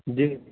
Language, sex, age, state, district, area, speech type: Urdu, male, 18-30, Uttar Pradesh, Saharanpur, urban, conversation